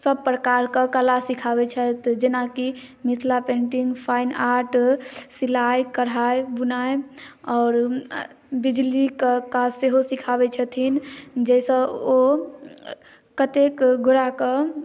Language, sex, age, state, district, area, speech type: Maithili, female, 18-30, Bihar, Madhubani, rural, spontaneous